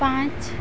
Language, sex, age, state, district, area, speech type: Hindi, female, 30-45, Uttar Pradesh, Mau, rural, read